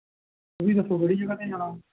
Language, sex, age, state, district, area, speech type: Punjabi, male, 18-30, Punjab, Mohali, rural, conversation